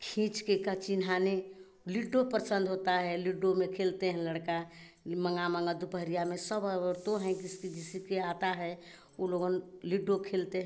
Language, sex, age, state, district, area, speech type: Hindi, female, 60+, Uttar Pradesh, Chandauli, rural, spontaneous